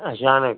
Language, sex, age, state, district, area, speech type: Hindi, male, 45-60, Uttar Pradesh, Ghazipur, rural, conversation